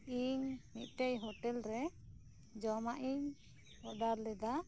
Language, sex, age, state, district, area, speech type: Santali, female, 30-45, West Bengal, Birbhum, rural, spontaneous